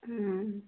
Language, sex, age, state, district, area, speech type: Malayalam, female, 45-60, Kerala, Kozhikode, urban, conversation